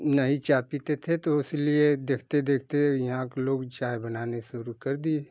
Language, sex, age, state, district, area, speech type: Hindi, male, 60+, Uttar Pradesh, Ghazipur, rural, spontaneous